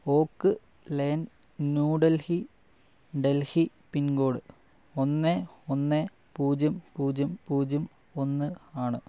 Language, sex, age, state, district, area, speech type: Malayalam, male, 18-30, Kerala, Wayanad, rural, read